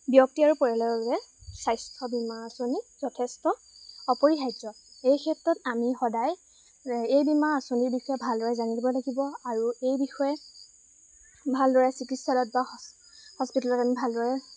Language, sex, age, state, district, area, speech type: Assamese, female, 18-30, Assam, Lakhimpur, rural, spontaneous